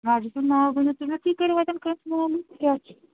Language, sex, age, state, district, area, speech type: Kashmiri, female, 45-60, Jammu and Kashmir, Srinagar, urban, conversation